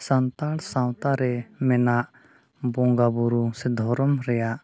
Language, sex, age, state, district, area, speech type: Santali, male, 30-45, Jharkhand, East Singhbhum, rural, spontaneous